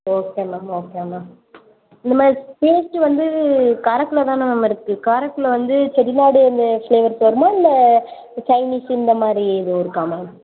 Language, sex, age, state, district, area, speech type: Tamil, female, 18-30, Tamil Nadu, Sivaganga, rural, conversation